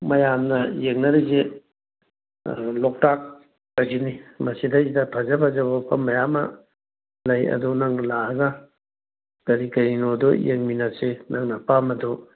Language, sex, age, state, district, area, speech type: Manipuri, male, 45-60, Manipur, Imphal West, urban, conversation